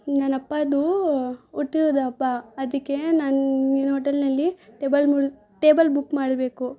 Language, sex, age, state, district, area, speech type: Kannada, female, 18-30, Karnataka, Bangalore Rural, urban, spontaneous